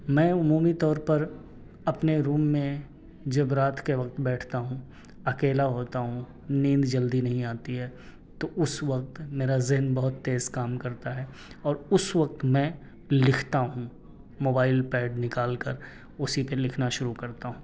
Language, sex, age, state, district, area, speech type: Urdu, male, 30-45, Delhi, South Delhi, urban, spontaneous